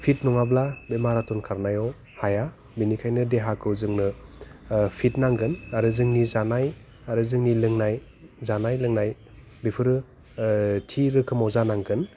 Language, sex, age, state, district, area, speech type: Bodo, male, 30-45, Assam, Udalguri, urban, spontaneous